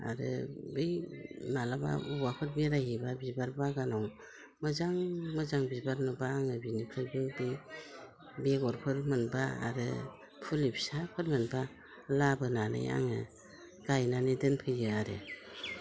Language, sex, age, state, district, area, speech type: Bodo, female, 60+, Assam, Udalguri, rural, spontaneous